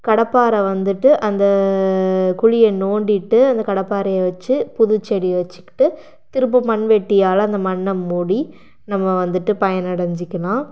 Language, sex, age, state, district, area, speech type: Tamil, female, 45-60, Tamil Nadu, Pudukkottai, rural, spontaneous